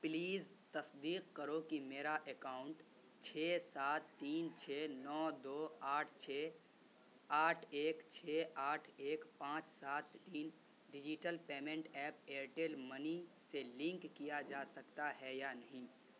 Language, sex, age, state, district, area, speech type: Urdu, male, 18-30, Bihar, Saharsa, rural, read